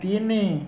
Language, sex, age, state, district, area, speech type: Odia, male, 60+, Odisha, Mayurbhanj, rural, read